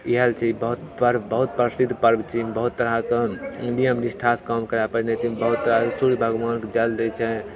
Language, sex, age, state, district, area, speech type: Maithili, male, 18-30, Bihar, Begusarai, rural, spontaneous